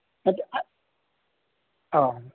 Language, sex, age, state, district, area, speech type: Manipuri, male, 60+, Manipur, Thoubal, rural, conversation